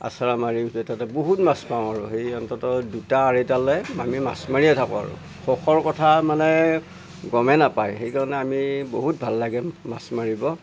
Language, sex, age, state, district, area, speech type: Assamese, male, 60+, Assam, Darrang, rural, spontaneous